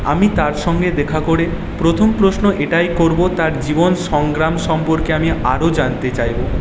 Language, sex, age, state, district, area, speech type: Bengali, male, 18-30, West Bengal, Paschim Medinipur, rural, spontaneous